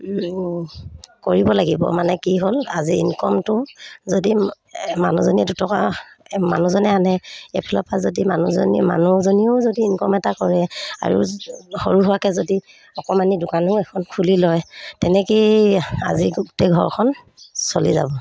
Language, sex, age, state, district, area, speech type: Assamese, female, 30-45, Assam, Sivasagar, rural, spontaneous